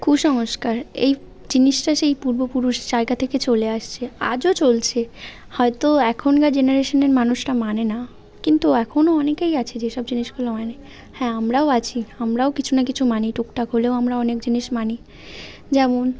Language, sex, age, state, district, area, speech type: Bengali, female, 18-30, West Bengal, Birbhum, urban, spontaneous